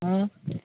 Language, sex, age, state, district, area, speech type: Gujarati, male, 30-45, Gujarat, Ahmedabad, urban, conversation